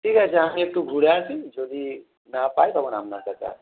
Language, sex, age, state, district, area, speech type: Bengali, male, 30-45, West Bengal, Howrah, urban, conversation